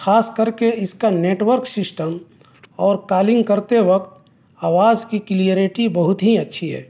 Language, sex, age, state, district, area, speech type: Urdu, male, 30-45, Delhi, South Delhi, urban, spontaneous